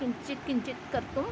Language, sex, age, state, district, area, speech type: Sanskrit, female, 45-60, Maharashtra, Nagpur, urban, spontaneous